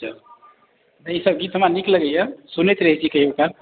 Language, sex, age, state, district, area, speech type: Maithili, male, 30-45, Bihar, Madhubani, rural, conversation